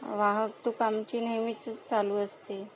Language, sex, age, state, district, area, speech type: Marathi, female, 30-45, Maharashtra, Akola, rural, spontaneous